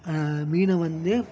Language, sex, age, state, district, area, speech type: Tamil, male, 18-30, Tamil Nadu, Namakkal, rural, spontaneous